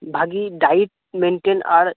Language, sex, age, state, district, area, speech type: Santali, male, 18-30, West Bengal, Birbhum, rural, conversation